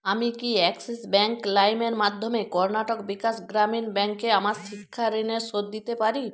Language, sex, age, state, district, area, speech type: Bengali, female, 30-45, West Bengal, Jalpaiguri, rural, read